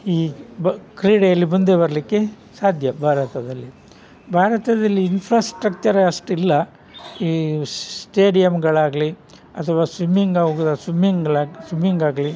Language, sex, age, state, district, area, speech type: Kannada, male, 60+, Karnataka, Udupi, rural, spontaneous